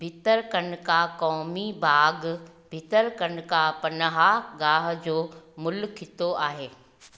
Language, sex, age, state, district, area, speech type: Sindhi, female, 45-60, Gujarat, Junagadh, rural, read